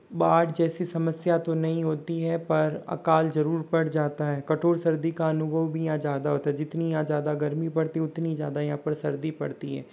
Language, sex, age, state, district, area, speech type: Hindi, male, 60+, Rajasthan, Jodhpur, rural, spontaneous